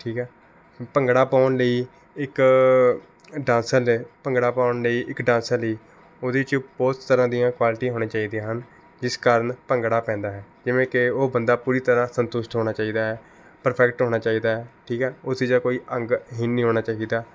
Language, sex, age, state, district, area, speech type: Punjabi, male, 18-30, Punjab, Rupnagar, urban, spontaneous